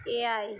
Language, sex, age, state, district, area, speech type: Bengali, female, 30-45, West Bengal, Murshidabad, rural, spontaneous